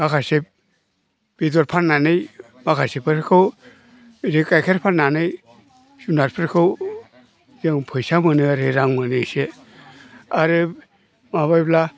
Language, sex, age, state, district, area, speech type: Bodo, male, 60+, Assam, Chirang, urban, spontaneous